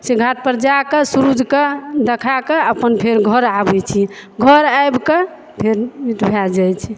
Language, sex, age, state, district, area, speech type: Maithili, female, 45-60, Bihar, Supaul, rural, spontaneous